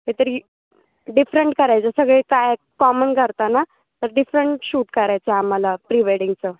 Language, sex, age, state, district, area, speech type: Marathi, female, 18-30, Maharashtra, Ahmednagar, rural, conversation